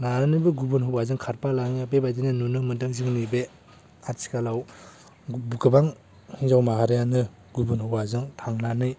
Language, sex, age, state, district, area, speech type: Bodo, male, 18-30, Assam, Baksa, rural, spontaneous